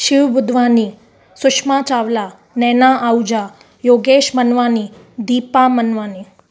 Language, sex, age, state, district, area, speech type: Sindhi, female, 30-45, Gujarat, Surat, urban, spontaneous